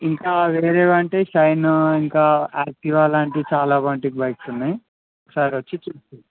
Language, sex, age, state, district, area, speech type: Telugu, male, 18-30, Telangana, Ranga Reddy, urban, conversation